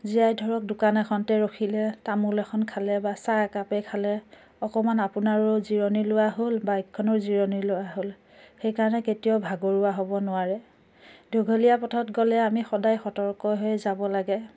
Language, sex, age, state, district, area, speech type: Assamese, female, 30-45, Assam, Biswanath, rural, spontaneous